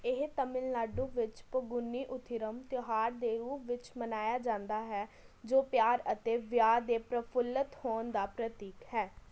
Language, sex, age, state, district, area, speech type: Punjabi, female, 18-30, Punjab, Patiala, urban, read